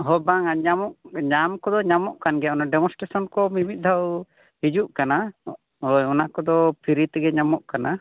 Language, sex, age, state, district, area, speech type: Santali, male, 45-60, Odisha, Mayurbhanj, rural, conversation